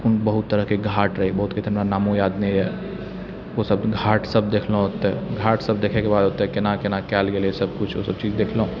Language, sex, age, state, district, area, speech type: Maithili, male, 60+, Bihar, Purnia, rural, spontaneous